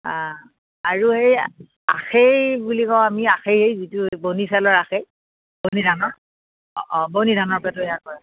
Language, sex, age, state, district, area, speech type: Assamese, female, 60+, Assam, Darrang, rural, conversation